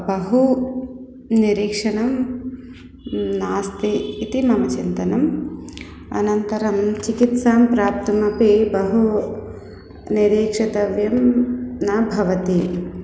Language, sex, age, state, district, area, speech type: Sanskrit, female, 30-45, Andhra Pradesh, East Godavari, urban, spontaneous